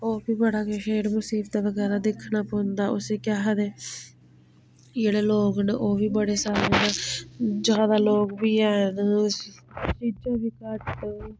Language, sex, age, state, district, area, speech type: Dogri, female, 30-45, Jammu and Kashmir, Udhampur, rural, spontaneous